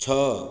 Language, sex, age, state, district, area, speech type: Odia, male, 45-60, Odisha, Nayagarh, rural, read